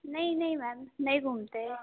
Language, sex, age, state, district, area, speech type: Hindi, female, 18-30, Madhya Pradesh, Chhindwara, urban, conversation